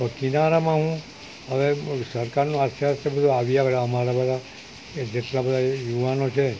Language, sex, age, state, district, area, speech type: Gujarati, male, 60+, Gujarat, Valsad, rural, spontaneous